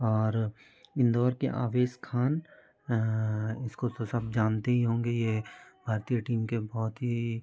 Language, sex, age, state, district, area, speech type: Hindi, male, 30-45, Madhya Pradesh, Betul, urban, spontaneous